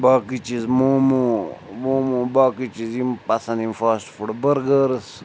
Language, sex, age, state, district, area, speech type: Kashmiri, male, 45-60, Jammu and Kashmir, Srinagar, urban, spontaneous